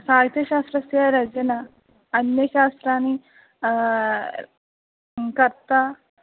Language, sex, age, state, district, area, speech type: Sanskrit, female, 18-30, Kerala, Thrissur, urban, conversation